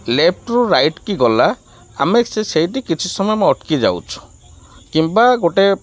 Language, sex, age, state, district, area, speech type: Odia, male, 30-45, Odisha, Kendrapara, urban, spontaneous